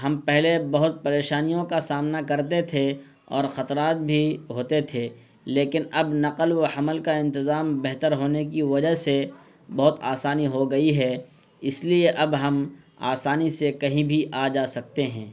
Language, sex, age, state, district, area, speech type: Urdu, male, 30-45, Bihar, Purnia, rural, spontaneous